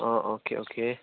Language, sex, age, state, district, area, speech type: Manipuri, male, 18-30, Manipur, Churachandpur, rural, conversation